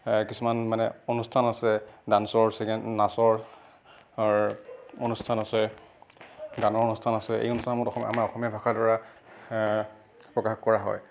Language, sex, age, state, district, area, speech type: Assamese, male, 30-45, Assam, Nagaon, rural, spontaneous